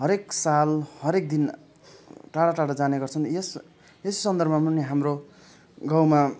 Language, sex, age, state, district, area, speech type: Nepali, male, 18-30, West Bengal, Darjeeling, rural, spontaneous